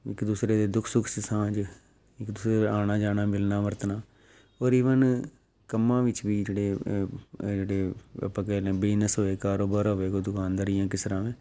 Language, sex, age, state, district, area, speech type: Punjabi, male, 45-60, Punjab, Amritsar, urban, spontaneous